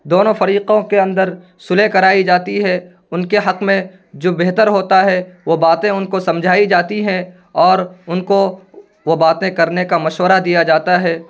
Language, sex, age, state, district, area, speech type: Urdu, male, 18-30, Bihar, Purnia, rural, spontaneous